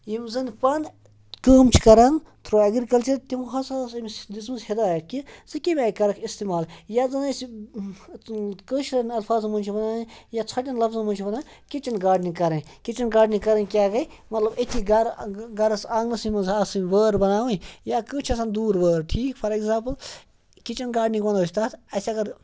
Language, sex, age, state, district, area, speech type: Kashmiri, male, 30-45, Jammu and Kashmir, Ganderbal, rural, spontaneous